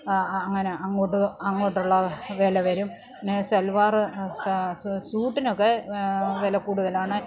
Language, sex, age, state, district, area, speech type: Malayalam, female, 45-60, Kerala, Pathanamthitta, rural, spontaneous